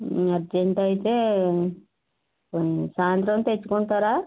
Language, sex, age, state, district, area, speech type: Telugu, female, 60+, Andhra Pradesh, West Godavari, rural, conversation